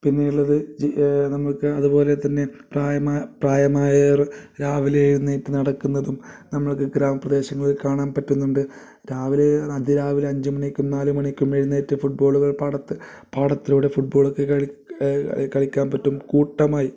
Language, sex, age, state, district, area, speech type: Malayalam, male, 30-45, Kerala, Kasaragod, rural, spontaneous